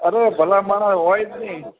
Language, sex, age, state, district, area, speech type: Gujarati, male, 30-45, Gujarat, Morbi, urban, conversation